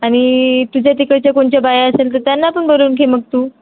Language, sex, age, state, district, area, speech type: Marathi, female, 18-30, Maharashtra, Wardha, rural, conversation